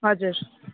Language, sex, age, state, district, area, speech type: Nepali, female, 30-45, West Bengal, Jalpaiguri, rural, conversation